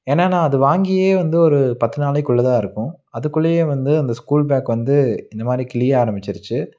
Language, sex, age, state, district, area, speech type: Tamil, male, 30-45, Tamil Nadu, Tiruppur, rural, spontaneous